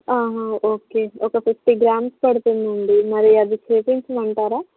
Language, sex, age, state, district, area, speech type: Telugu, female, 30-45, Andhra Pradesh, Guntur, rural, conversation